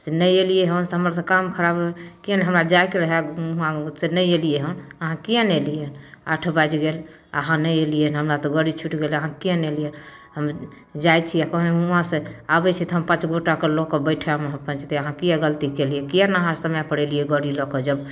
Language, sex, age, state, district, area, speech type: Maithili, female, 45-60, Bihar, Samastipur, rural, spontaneous